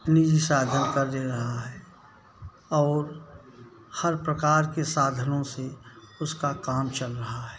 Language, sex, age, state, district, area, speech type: Hindi, male, 60+, Uttar Pradesh, Jaunpur, rural, spontaneous